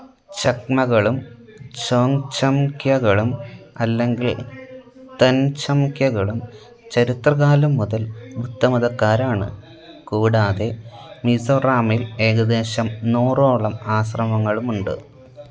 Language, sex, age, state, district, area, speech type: Malayalam, male, 18-30, Kerala, Kollam, rural, read